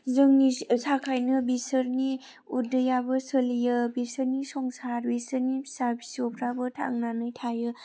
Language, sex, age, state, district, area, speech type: Bodo, female, 18-30, Assam, Chirang, rural, spontaneous